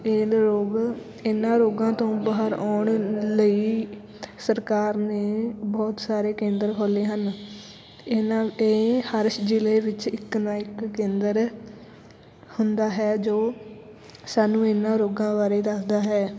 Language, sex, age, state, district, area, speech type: Punjabi, female, 18-30, Punjab, Fatehgarh Sahib, rural, spontaneous